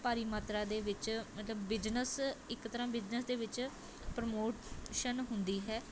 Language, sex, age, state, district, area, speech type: Punjabi, female, 18-30, Punjab, Mohali, urban, spontaneous